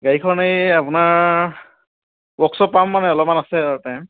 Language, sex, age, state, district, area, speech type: Assamese, male, 18-30, Assam, Dibrugarh, urban, conversation